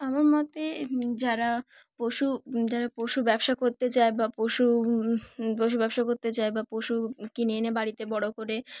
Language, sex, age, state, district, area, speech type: Bengali, female, 18-30, West Bengal, Dakshin Dinajpur, urban, spontaneous